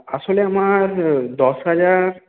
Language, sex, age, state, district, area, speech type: Bengali, male, 30-45, West Bengal, Paschim Bardhaman, urban, conversation